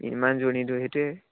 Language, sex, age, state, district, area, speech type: Assamese, male, 18-30, Assam, Dibrugarh, urban, conversation